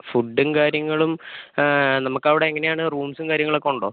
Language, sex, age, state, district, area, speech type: Malayalam, male, 45-60, Kerala, Wayanad, rural, conversation